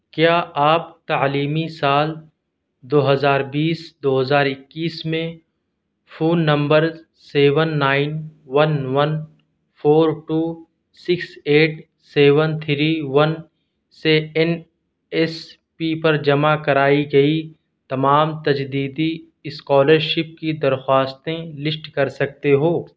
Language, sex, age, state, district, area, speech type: Urdu, male, 30-45, Delhi, South Delhi, rural, read